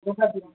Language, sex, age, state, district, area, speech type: Maithili, female, 60+, Bihar, Sitamarhi, rural, conversation